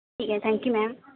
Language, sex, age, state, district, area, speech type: Urdu, female, 18-30, Uttar Pradesh, Mau, urban, conversation